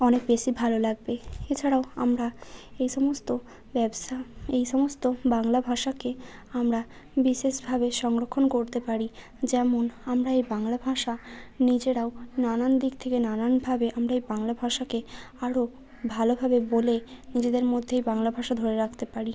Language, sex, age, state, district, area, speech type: Bengali, female, 30-45, West Bengal, Hooghly, urban, spontaneous